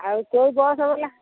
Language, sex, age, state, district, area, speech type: Odia, female, 45-60, Odisha, Angul, rural, conversation